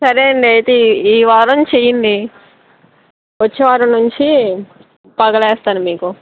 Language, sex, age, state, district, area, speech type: Telugu, female, 18-30, Andhra Pradesh, N T Rama Rao, urban, conversation